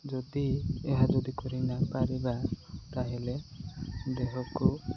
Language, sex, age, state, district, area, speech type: Odia, male, 18-30, Odisha, Koraput, urban, spontaneous